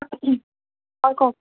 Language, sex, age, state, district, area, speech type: Assamese, female, 30-45, Assam, Golaghat, urban, conversation